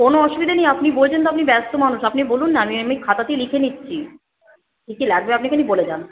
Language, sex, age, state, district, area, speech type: Bengali, female, 30-45, West Bengal, Purba Bardhaman, urban, conversation